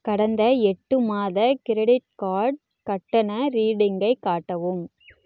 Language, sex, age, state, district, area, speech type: Tamil, female, 30-45, Tamil Nadu, Namakkal, rural, read